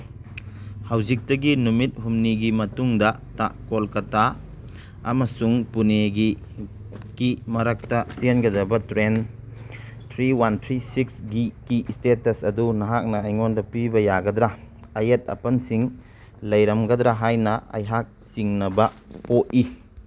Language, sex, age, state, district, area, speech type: Manipuri, male, 30-45, Manipur, Churachandpur, rural, read